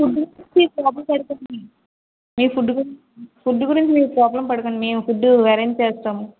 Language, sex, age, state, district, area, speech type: Telugu, female, 30-45, Andhra Pradesh, Vizianagaram, rural, conversation